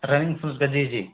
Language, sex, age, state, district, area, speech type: Hindi, male, 45-60, Uttar Pradesh, Ayodhya, rural, conversation